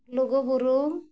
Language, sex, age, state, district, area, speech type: Santali, female, 45-60, Jharkhand, Bokaro, rural, spontaneous